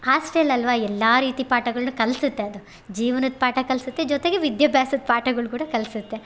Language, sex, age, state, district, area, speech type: Kannada, female, 18-30, Karnataka, Chitradurga, rural, spontaneous